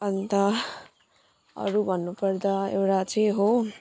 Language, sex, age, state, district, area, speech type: Nepali, female, 30-45, West Bengal, Jalpaiguri, urban, spontaneous